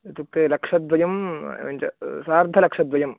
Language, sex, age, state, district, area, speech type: Sanskrit, male, 18-30, Karnataka, Chikkamagaluru, urban, conversation